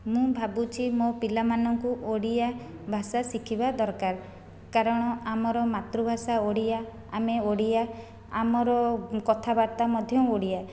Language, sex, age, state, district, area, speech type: Odia, female, 45-60, Odisha, Khordha, rural, spontaneous